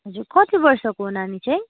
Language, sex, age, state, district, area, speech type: Nepali, female, 30-45, West Bengal, Kalimpong, rural, conversation